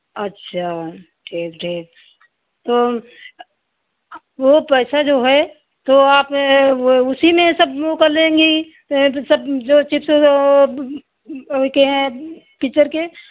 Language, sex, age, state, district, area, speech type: Hindi, female, 60+, Uttar Pradesh, Hardoi, rural, conversation